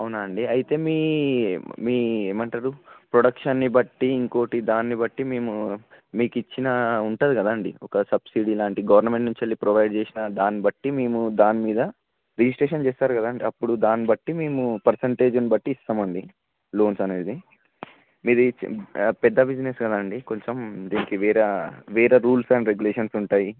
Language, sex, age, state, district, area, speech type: Telugu, male, 18-30, Telangana, Vikarabad, urban, conversation